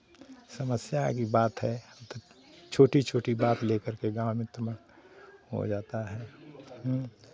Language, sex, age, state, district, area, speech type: Hindi, male, 60+, Uttar Pradesh, Chandauli, rural, spontaneous